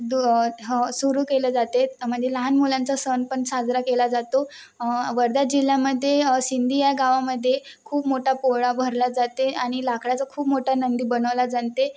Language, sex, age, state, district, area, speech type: Marathi, female, 18-30, Maharashtra, Wardha, rural, spontaneous